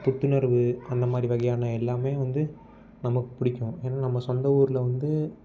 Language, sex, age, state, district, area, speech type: Tamil, male, 18-30, Tamil Nadu, Tiruvarur, urban, spontaneous